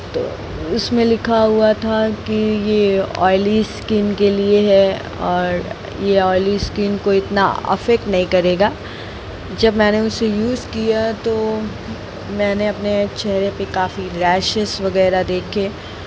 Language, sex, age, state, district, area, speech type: Hindi, female, 18-30, Madhya Pradesh, Jabalpur, urban, spontaneous